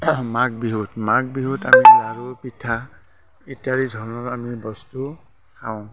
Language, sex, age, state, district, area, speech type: Assamese, male, 45-60, Assam, Barpeta, rural, spontaneous